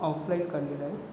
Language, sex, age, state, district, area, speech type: Marathi, male, 30-45, Maharashtra, Nagpur, urban, spontaneous